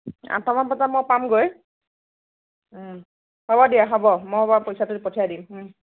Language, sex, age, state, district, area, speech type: Assamese, female, 30-45, Assam, Nagaon, rural, conversation